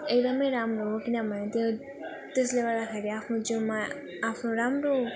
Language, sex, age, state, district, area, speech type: Nepali, female, 18-30, West Bengal, Jalpaiguri, rural, spontaneous